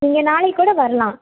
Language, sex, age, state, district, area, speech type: Tamil, female, 18-30, Tamil Nadu, Mayiladuthurai, urban, conversation